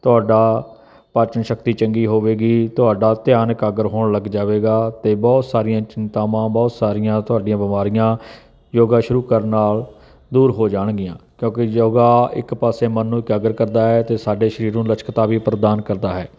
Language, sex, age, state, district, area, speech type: Punjabi, male, 45-60, Punjab, Barnala, urban, spontaneous